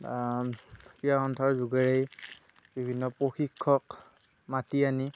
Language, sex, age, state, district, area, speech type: Assamese, male, 45-60, Assam, Darrang, rural, spontaneous